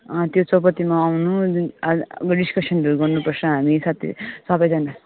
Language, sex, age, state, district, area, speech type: Nepali, female, 30-45, West Bengal, Alipurduar, urban, conversation